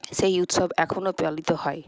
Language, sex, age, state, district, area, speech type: Bengali, female, 30-45, West Bengal, Paschim Bardhaman, urban, spontaneous